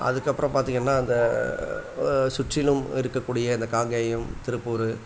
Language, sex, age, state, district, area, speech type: Tamil, male, 60+, Tamil Nadu, Tiruppur, rural, spontaneous